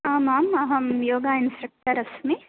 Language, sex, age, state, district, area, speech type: Sanskrit, female, 18-30, Telangana, Medchal, urban, conversation